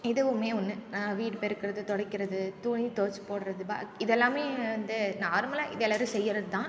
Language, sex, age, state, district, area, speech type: Tamil, female, 18-30, Tamil Nadu, Thanjavur, rural, spontaneous